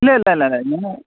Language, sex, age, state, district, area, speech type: Malayalam, male, 30-45, Kerala, Thiruvananthapuram, urban, conversation